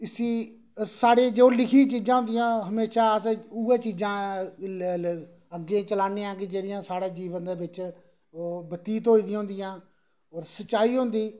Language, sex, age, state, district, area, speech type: Dogri, male, 30-45, Jammu and Kashmir, Reasi, rural, spontaneous